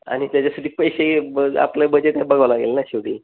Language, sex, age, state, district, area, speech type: Marathi, male, 30-45, Maharashtra, Osmanabad, rural, conversation